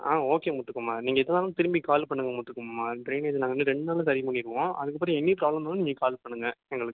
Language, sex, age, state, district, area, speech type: Tamil, male, 18-30, Tamil Nadu, Pudukkottai, rural, conversation